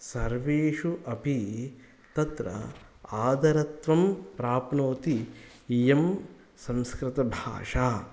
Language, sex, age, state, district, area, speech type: Sanskrit, male, 30-45, Karnataka, Kolar, rural, spontaneous